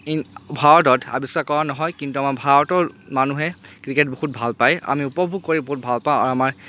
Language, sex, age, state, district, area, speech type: Assamese, male, 30-45, Assam, Charaideo, urban, spontaneous